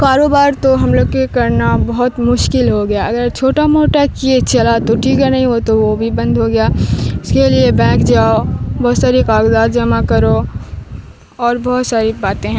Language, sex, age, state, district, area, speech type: Urdu, female, 18-30, Bihar, Supaul, rural, spontaneous